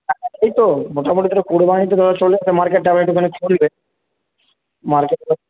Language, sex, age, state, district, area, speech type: Bengali, male, 30-45, West Bengal, Purba Bardhaman, urban, conversation